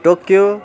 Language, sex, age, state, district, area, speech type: Nepali, male, 18-30, West Bengal, Kalimpong, rural, spontaneous